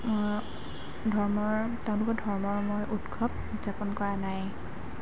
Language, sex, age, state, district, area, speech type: Assamese, female, 18-30, Assam, Golaghat, urban, spontaneous